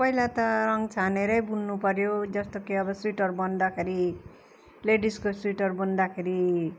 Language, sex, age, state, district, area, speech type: Nepali, female, 45-60, West Bengal, Darjeeling, rural, spontaneous